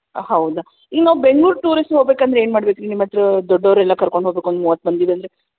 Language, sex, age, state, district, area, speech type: Kannada, female, 45-60, Karnataka, Dharwad, rural, conversation